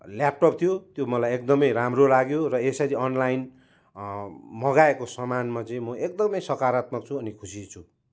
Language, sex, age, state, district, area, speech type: Nepali, male, 45-60, West Bengal, Kalimpong, rural, spontaneous